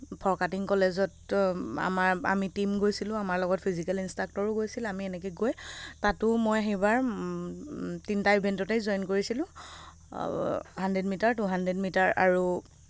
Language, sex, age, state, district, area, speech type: Assamese, female, 18-30, Assam, Lakhimpur, rural, spontaneous